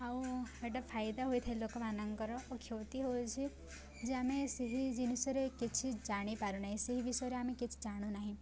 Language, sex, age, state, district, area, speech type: Odia, female, 18-30, Odisha, Subarnapur, urban, spontaneous